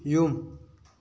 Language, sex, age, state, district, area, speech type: Manipuri, male, 18-30, Manipur, Thoubal, rural, read